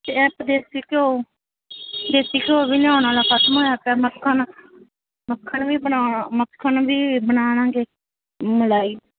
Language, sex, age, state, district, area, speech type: Punjabi, female, 30-45, Punjab, Muktsar, urban, conversation